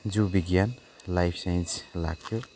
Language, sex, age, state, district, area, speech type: Nepali, male, 45-60, West Bengal, Darjeeling, rural, spontaneous